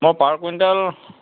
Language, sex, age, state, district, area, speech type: Assamese, male, 60+, Assam, Dhemaji, rural, conversation